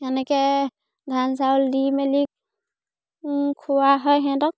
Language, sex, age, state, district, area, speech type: Assamese, female, 18-30, Assam, Sivasagar, rural, spontaneous